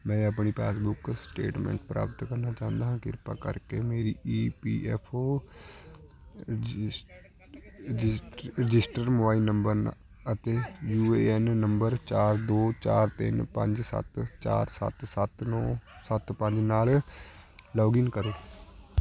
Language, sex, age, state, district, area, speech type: Punjabi, male, 18-30, Punjab, Shaheed Bhagat Singh Nagar, rural, read